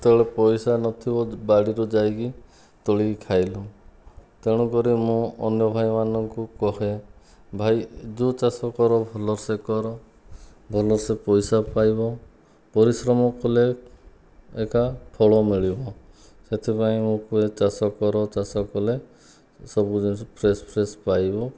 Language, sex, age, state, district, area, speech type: Odia, male, 30-45, Odisha, Kandhamal, rural, spontaneous